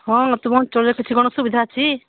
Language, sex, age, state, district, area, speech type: Odia, female, 60+, Odisha, Angul, rural, conversation